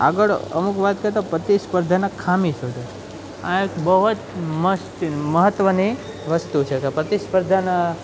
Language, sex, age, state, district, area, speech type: Gujarati, male, 18-30, Gujarat, Junagadh, urban, spontaneous